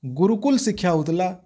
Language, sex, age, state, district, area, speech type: Odia, male, 45-60, Odisha, Bargarh, rural, spontaneous